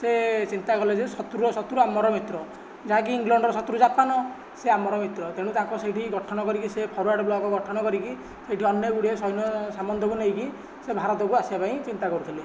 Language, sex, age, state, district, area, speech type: Odia, male, 18-30, Odisha, Nayagarh, rural, spontaneous